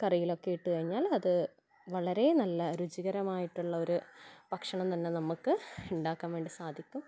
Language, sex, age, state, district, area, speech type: Malayalam, female, 18-30, Kerala, Kannur, rural, spontaneous